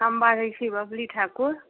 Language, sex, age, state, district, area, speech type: Maithili, female, 18-30, Bihar, Muzaffarpur, rural, conversation